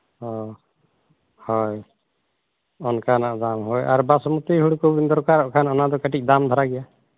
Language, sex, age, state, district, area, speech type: Santali, male, 60+, Jharkhand, Seraikela Kharsawan, rural, conversation